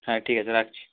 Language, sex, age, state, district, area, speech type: Bengali, male, 18-30, West Bengal, Nadia, rural, conversation